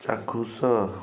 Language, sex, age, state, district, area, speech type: Odia, male, 45-60, Odisha, Balasore, rural, read